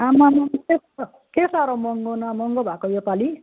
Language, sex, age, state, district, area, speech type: Nepali, female, 60+, West Bengal, Jalpaiguri, rural, conversation